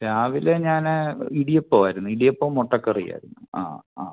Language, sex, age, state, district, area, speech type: Malayalam, male, 45-60, Kerala, Pathanamthitta, rural, conversation